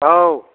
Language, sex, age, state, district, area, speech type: Bodo, male, 60+, Assam, Kokrajhar, rural, conversation